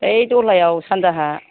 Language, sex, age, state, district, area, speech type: Bodo, female, 60+, Assam, Kokrajhar, rural, conversation